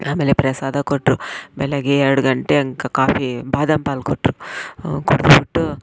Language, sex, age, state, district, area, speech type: Kannada, female, 45-60, Karnataka, Bangalore Rural, rural, spontaneous